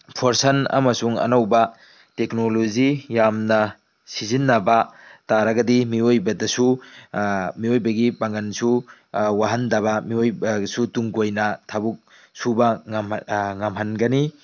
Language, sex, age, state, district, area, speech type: Manipuri, male, 18-30, Manipur, Tengnoupal, rural, spontaneous